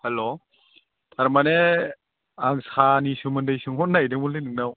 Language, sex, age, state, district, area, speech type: Bodo, male, 30-45, Assam, Chirang, rural, conversation